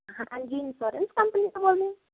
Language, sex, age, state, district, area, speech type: Punjabi, female, 30-45, Punjab, Barnala, rural, conversation